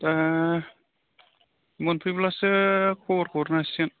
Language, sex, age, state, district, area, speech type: Bodo, male, 30-45, Assam, Udalguri, rural, conversation